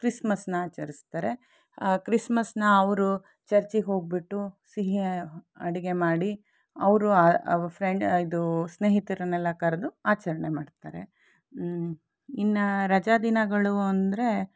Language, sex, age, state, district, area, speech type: Kannada, female, 45-60, Karnataka, Shimoga, urban, spontaneous